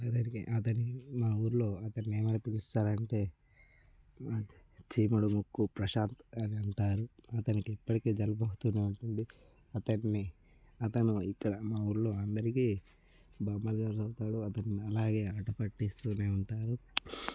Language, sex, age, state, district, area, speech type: Telugu, male, 18-30, Telangana, Nirmal, rural, spontaneous